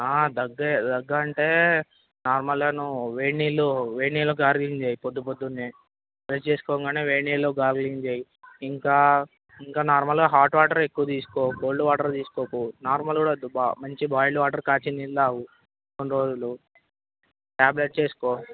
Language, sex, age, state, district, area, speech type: Telugu, male, 18-30, Telangana, Nirmal, urban, conversation